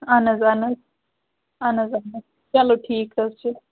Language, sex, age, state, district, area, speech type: Kashmiri, female, 18-30, Jammu and Kashmir, Baramulla, rural, conversation